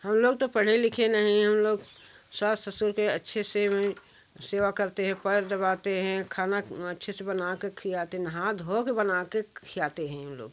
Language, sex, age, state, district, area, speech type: Hindi, female, 60+, Uttar Pradesh, Jaunpur, rural, spontaneous